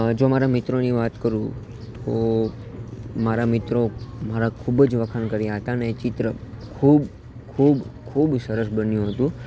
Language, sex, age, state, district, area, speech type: Gujarati, male, 18-30, Gujarat, Junagadh, urban, spontaneous